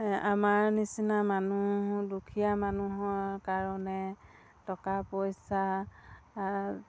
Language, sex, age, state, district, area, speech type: Assamese, female, 60+, Assam, Dibrugarh, rural, spontaneous